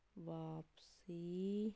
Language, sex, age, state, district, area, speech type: Punjabi, female, 18-30, Punjab, Sangrur, urban, read